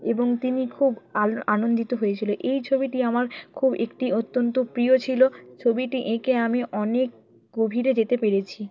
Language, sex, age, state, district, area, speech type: Bengali, female, 18-30, West Bengal, Purba Medinipur, rural, spontaneous